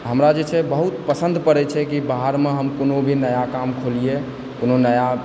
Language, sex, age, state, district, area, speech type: Maithili, male, 18-30, Bihar, Supaul, rural, spontaneous